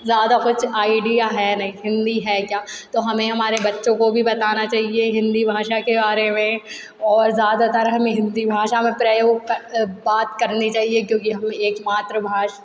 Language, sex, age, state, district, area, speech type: Hindi, female, 18-30, Madhya Pradesh, Hoshangabad, rural, spontaneous